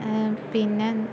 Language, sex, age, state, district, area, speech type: Malayalam, female, 18-30, Kerala, Palakkad, urban, spontaneous